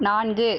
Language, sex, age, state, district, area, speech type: Tamil, female, 18-30, Tamil Nadu, Cuddalore, urban, read